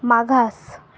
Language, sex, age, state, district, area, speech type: Goan Konkani, female, 18-30, Goa, Quepem, rural, read